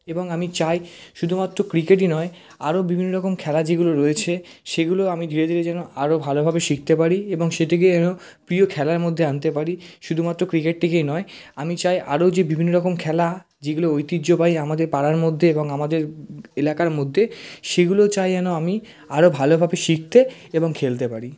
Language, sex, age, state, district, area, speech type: Bengali, male, 18-30, West Bengal, South 24 Parganas, rural, spontaneous